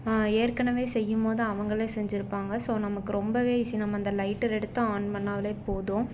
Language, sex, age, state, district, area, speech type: Tamil, female, 18-30, Tamil Nadu, Salem, urban, spontaneous